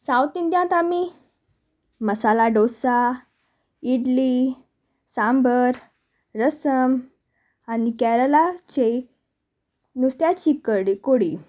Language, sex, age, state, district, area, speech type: Goan Konkani, female, 18-30, Goa, Salcete, rural, spontaneous